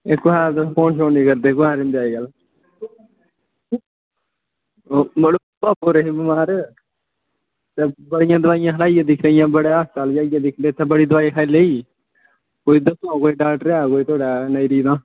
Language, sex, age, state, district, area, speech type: Dogri, male, 18-30, Jammu and Kashmir, Kathua, rural, conversation